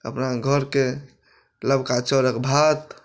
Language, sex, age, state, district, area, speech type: Maithili, male, 45-60, Bihar, Madhubani, urban, spontaneous